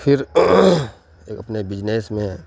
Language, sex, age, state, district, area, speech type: Urdu, male, 30-45, Bihar, Khagaria, rural, spontaneous